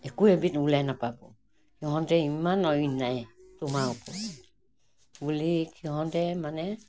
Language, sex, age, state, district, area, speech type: Assamese, female, 60+, Assam, Morigaon, rural, spontaneous